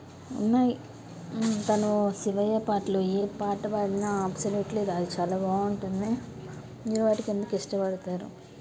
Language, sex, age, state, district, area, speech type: Telugu, female, 30-45, Andhra Pradesh, Nellore, urban, spontaneous